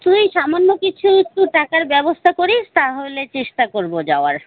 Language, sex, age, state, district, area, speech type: Bengali, female, 30-45, West Bengal, Alipurduar, rural, conversation